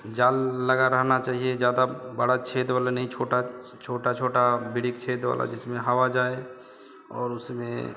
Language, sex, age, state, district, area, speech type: Hindi, male, 30-45, Bihar, Madhepura, rural, spontaneous